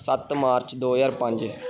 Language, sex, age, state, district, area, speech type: Punjabi, male, 18-30, Punjab, Pathankot, urban, spontaneous